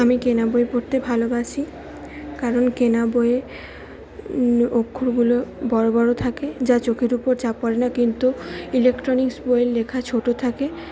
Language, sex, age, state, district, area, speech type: Bengali, female, 18-30, West Bengal, Purba Bardhaman, urban, spontaneous